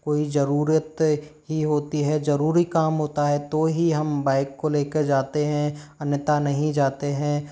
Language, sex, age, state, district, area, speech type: Hindi, male, 45-60, Rajasthan, Karauli, rural, spontaneous